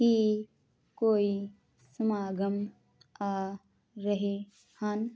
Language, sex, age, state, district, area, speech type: Punjabi, female, 18-30, Punjab, Muktsar, urban, read